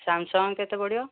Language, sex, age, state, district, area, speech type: Odia, male, 18-30, Odisha, Kendujhar, urban, conversation